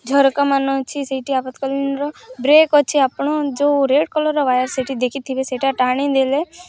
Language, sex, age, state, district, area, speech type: Odia, female, 18-30, Odisha, Malkangiri, urban, spontaneous